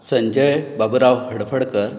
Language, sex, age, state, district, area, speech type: Goan Konkani, male, 60+, Goa, Bardez, rural, spontaneous